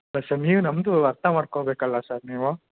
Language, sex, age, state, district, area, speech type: Kannada, male, 18-30, Karnataka, Chikkamagaluru, rural, conversation